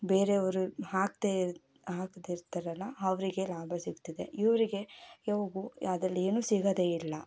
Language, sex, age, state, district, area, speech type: Kannada, female, 18-30, Karnataka, Mysore, rural, spontaneous